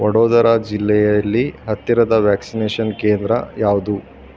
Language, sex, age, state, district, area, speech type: Kannada, male, 30-45, Karnataka, Udupi, rural, read